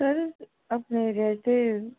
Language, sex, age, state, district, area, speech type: Punjabi, female, 45-60, Punjab, Gurdaspur, urban, conversation